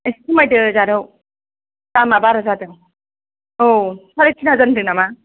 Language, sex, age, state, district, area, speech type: Bodo, female, 45-60, Assam, Kokrajhar, urban, conversation